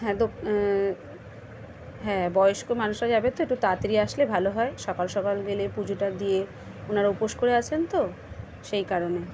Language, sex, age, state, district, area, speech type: Bengali, female, 30-45, West Bengal, Kolkata, urban, spontaneous